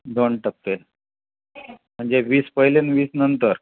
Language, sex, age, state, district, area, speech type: Marathi, male, 45-60, Maharashtra, Akola, urban, conversation